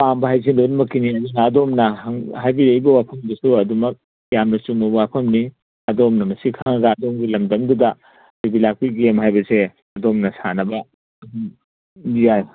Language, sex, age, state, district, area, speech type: Manipuri, male, 60+, Manipur, Churachandpur, urban, conversation